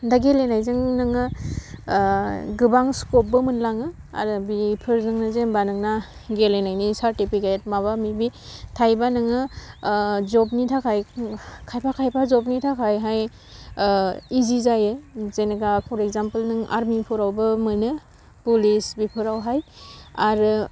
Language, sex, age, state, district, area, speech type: Bodo, female, 18-30, Assam, Udalguri, urban, spontaneous